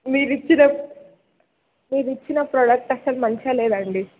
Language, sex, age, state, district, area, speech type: Telugu, female, 18-30, Telangana, Nirmal, rural, conversation